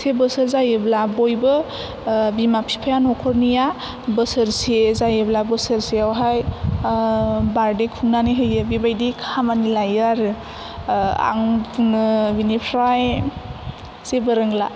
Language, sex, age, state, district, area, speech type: Bodo, female, 18-30, Assam, Chirang, urban, spontaneous